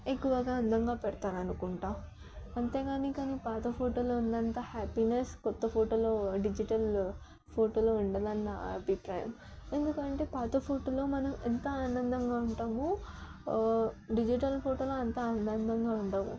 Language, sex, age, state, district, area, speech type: Telugu, female, 18-30, Telangana, Yadadri Bhuvanagiri, urban, spontaneous